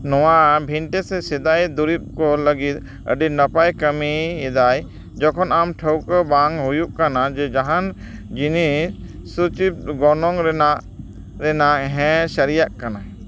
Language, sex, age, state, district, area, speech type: Santali, male, 30-45, West Bengal, Dakshin Dinajpur, rural, read